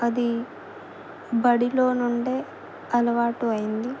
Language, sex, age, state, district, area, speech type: Telugu, female, 18-30, Telangana, Adilabad, urban, spontaneous